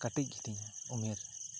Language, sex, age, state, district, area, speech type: Santali, male, 30-45, West Bengal, Bankura, rural, spontaneous